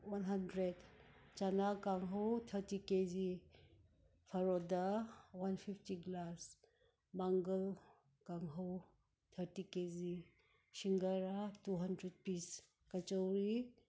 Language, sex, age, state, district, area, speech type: Manipuri, female, 60+, Manipur, Ukhrul, rural, spontaneous